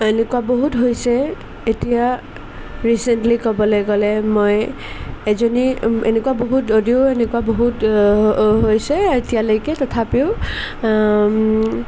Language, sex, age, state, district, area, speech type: Assamese, female, 18-30, Assam, Sonitpur, rural, spontaneous